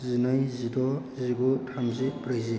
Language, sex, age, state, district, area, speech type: Bodo, male, 18-30, Assam, Chirang, rural, spontaneous